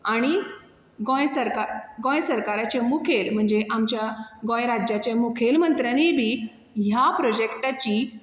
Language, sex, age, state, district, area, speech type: Goan Konkani, female, 30-45, Goa, Bardez, rural, spontaneous